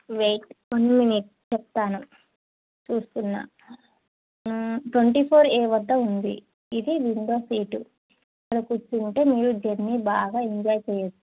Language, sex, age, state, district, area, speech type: Telugu, female, 30-45, Telangana, Bhadradri Kothagudem, urban, conversation